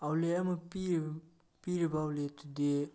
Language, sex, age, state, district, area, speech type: Manipuri, male, 18-30, Manipur, Tengnoupal, rural, spontaneous